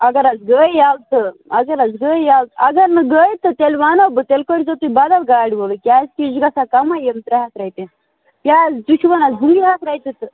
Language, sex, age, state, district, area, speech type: Kashmiri, female, 30-45, Jammu and Kashmir, Bandipora, rural, conversation